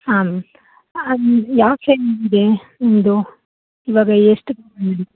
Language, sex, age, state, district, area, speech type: Kannada, female, 30-45, Karnataka, Mandya, rural, conversation